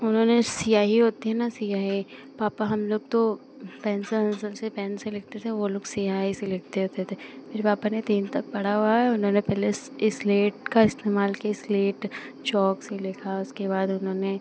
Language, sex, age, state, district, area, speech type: Hindi, female, 18-30, Uttar Pradesh, Pratapgarh, urban, spontaneous